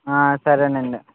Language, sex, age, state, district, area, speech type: Telugu, male, 18-30, Andhra Pradesh, West Godavari, rural, conversation